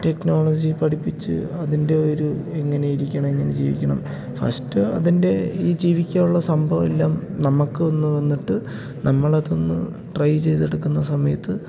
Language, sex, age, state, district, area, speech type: Malayalam, male, 18-30, Kerala, Idukki, rural, spontaneous